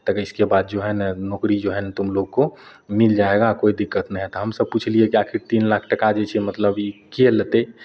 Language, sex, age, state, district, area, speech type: Maithili, male, 45-60, Bihar, Madhepura, rural, spontaneous